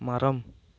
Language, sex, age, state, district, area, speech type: Tamil, male, 18-30, Tamil Nadu, Namakkal, rural, read